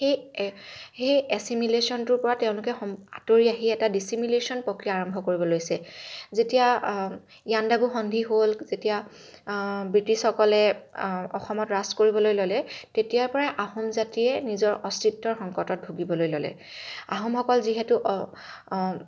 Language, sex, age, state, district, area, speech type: Assamese, female, 18-30, Assam, Lakhimpur, rural, spontaneous